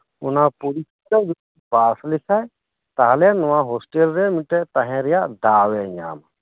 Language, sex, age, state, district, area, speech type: Santali, male, 45-60, West Bengal, Birbhum, rural, conversation